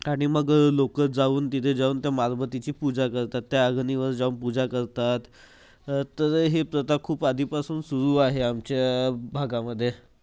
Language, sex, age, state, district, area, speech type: Marathi, male, 30-45, Maharashtra, Nagpur, rural, spontaneous